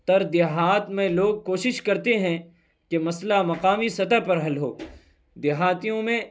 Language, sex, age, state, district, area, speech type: Urdu, male, 18-30, Bihar, Purnia, rural, spontaneous